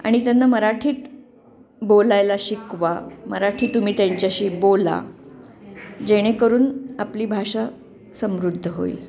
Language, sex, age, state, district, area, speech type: Marathi, female, 45-60, Maharashtra, Pune, urban, spontaneous